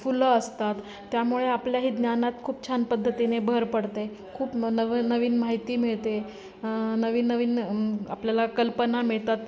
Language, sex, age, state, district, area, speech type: Marathi, female, 45-60, Maharashtra, Nanded, urban, spontaneous